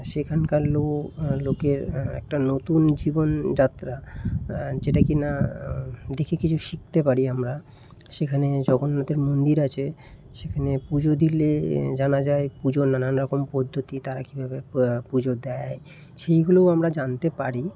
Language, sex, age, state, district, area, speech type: Bengali, male, 18-30, West Bengal, Kolkata, urban, spontaneous